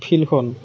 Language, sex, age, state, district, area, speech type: Assamese, male, 30-45, Assam, Morigaon, rural, spontaneous